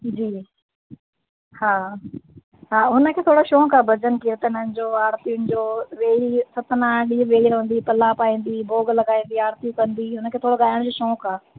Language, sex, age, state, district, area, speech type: Sindhi, female, 30-45, Rajasthan, Ajmer, urban, conversation